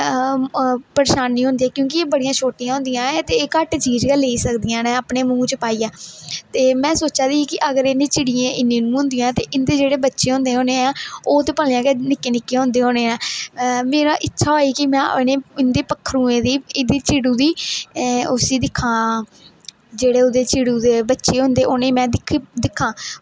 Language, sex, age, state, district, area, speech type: Dogri, female, 18-30, Jammu and Kashmir, Kathua, rural, spontaneous